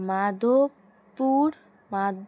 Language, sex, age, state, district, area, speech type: Bengali, female, 18-30, West Bengal, Alipurduar, rural, spontaneous